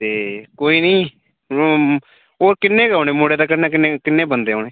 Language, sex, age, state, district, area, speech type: Dogri, male, 18-30, Jammu and Kashmir, Udhampur, urban, conversation